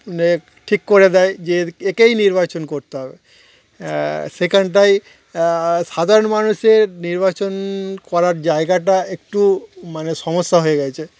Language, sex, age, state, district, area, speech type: Bengali, male, 30-45, West Bengal, Darjeeling, urban, spontaneous